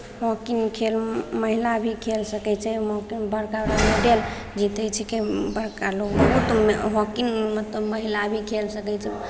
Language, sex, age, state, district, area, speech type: Maithili, female, 18-30, Bihar, Begusarai, rural, spontaneous